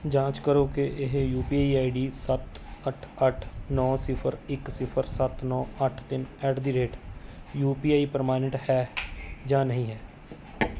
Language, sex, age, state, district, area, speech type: Punjabi, male, 30-45, Punjab, Mohali, urban, read